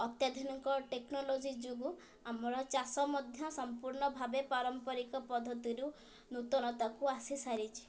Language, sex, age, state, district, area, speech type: Odia, female, 18-30, Odisha, Kendrapara, urban, spontaneous